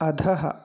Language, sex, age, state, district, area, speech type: Sanskrit, male, 45-60, Karnataka, Uttara Kannada, rural, read